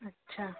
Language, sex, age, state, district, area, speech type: Hindi, female, 30-45, Madhya Pradesh, Hoshangabad, rural, conversation